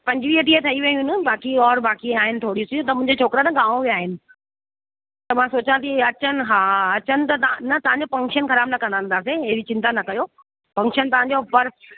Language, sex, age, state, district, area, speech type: Sindhi, female, 45-60, Delhi, South Delhi, rural, conversation